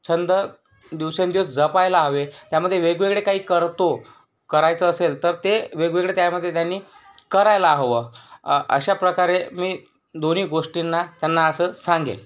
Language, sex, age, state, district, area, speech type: Marathi, male, 18-30, Maharashtra, Yavatmal, rural, spontaneous